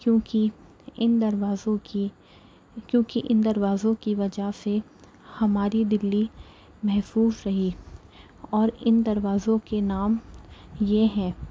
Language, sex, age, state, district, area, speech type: Urdu, female, 18-30, Delhi, Central Delhi, urban, spontaneous